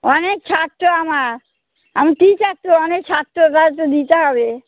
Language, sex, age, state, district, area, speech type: Bengali, female, 60+, West Bengal, Darjeeling, rural, conversation